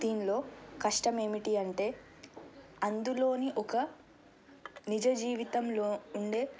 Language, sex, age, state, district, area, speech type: Telugu, female, 18-30, Telangana, Nirmal, rural, spontaneous